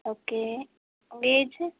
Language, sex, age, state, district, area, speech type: Tamil, female, 18-30, Tamil Nadu, Tiruvallur, urban, conversation